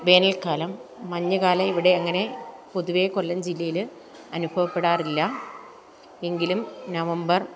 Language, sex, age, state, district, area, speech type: Malayalam, female, 30-45, Kerala, Kollam, rural, spontaneous